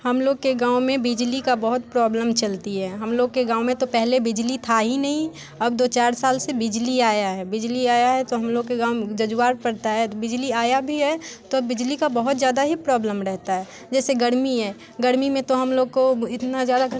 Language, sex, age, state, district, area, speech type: Hindi, female, 18-30, Bihar, Muzaffarpur, urban, spontaneous